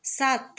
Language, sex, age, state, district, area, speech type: Nepali, female, 60+, West Bengal, Kalimpong, rural, read